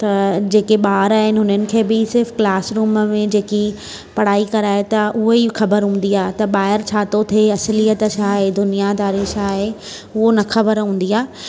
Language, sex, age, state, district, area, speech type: Sindhi, female, 30-45, Maharashtra, Mumbai Suburban, urban, spontaneous